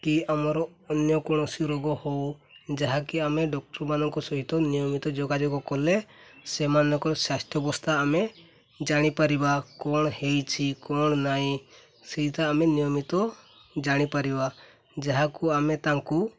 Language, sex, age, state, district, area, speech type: Odia, male, 18-30, Odisha, Mayurbhanj, rural, spontaneous